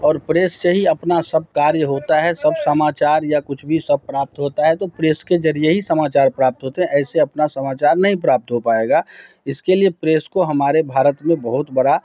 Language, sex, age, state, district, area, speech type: Hindi, male, 60+, Bihar, Darbhanga, urban, spontaneous